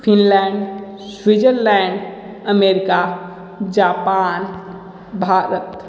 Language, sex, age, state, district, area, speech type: Hindi, male, 30-45, Uttar Pradesh, Sonbhadra, rural, spontaneous